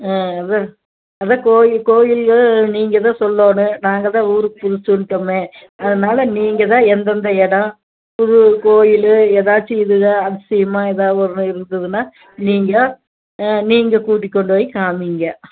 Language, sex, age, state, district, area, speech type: Tamil, female, 60+, Tamil Nadu, Tiruppur, rural, conversation